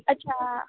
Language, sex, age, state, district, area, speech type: Punjabi, female, 18-30, Punjab, Ludhiana, rural, conversation